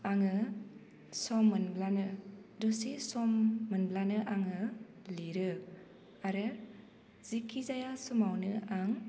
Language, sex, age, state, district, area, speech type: Bodo, female, 18-30, Assam, Baksa, rural, spontaneous